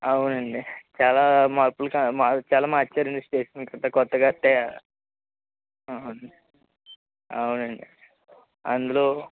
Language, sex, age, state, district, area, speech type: Telugu, male, 30-45, Andhra Pradesh, Eluru, rural, conversation